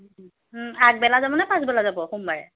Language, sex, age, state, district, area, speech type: Assamese, female, 30-45, Assam, Jorhat, urban, conversation